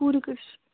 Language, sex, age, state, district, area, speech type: Kashmiri, female, 18-30, Jammu and Kashmir, Ganderbal, rural, conversation